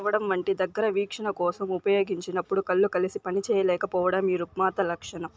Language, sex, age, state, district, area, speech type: Telugu, female, 18-30, Andhra Pradesh, Sri Balaji, rural, read